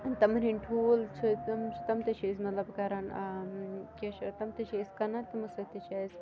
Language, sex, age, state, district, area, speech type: Kashmiri, female, 18-30, Jammu and Kashmir, Kupwara, rural, spontaneous